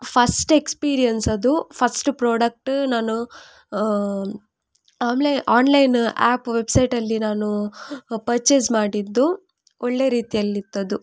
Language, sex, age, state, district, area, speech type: Kannada, female, 18-30, Karnataka, Udupi, rural, spontaneous